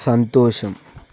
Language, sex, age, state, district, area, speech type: Telugu, male, 18-30, Telangana, Peddapalli, rural, read